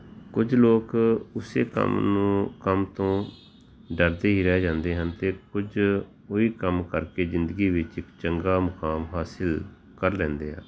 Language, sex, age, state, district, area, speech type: Punjabi, male, 45-60, Punjab, Tarn Taran, urban, spontaneous